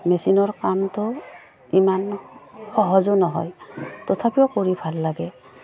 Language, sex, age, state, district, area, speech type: Assamese, female, 45-60, Assam, Udalguri, rural, spontaneous